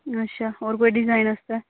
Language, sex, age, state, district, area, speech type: Dogri, female, 30-45, Jammu and Kashmir, Udhampur, rural, conversation